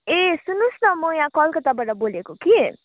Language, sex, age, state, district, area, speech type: Nepali, female, 18-30, West Bengal, Kalimpong, rural, conversation